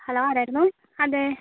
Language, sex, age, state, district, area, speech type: Malayalam, male, 30-45, Kerala, Wayanad, rural, conversation